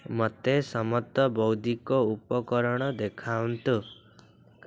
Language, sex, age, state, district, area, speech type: Odia, male, 18-30, Odisha, Cuttack, urban, read